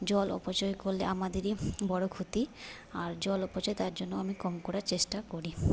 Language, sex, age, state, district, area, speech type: Bengali, female, 30-45, West Bengal, Jhargram, rural, spontaneous